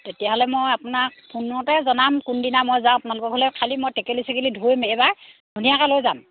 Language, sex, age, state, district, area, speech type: Assamese, female, 30-45, Assam, Sivasagar, rural, conversation